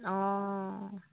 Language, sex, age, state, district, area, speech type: Assamese, female, 45-60, Assam, Charaideo, rural, conversation